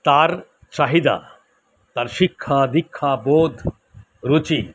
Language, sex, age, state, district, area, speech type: Bengali, male, 60+, West Bengal, Kolkata, urban, spontaneous